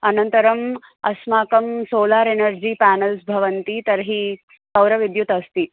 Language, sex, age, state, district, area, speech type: Sanskrit, female, 18-30, Andhra Pradesh, N T Rama Rao, urban, conversation